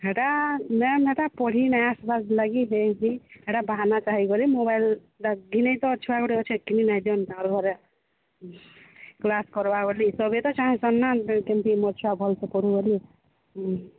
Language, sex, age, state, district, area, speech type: Odia, female, 45-60, Odisha, Boudh, rural, conversation